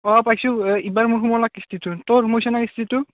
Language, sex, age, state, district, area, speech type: Assamese, male, 18-30, Assam, Barpeta, rural, conversation